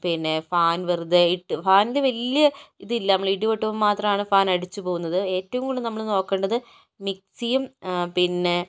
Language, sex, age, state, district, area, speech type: Malayalam, female, 30-45, Kerala, Kozhikode, urban, spontaneous